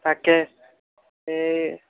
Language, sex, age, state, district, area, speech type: Assamese, male, 18-30, Assam, Nagaon, rural, conversation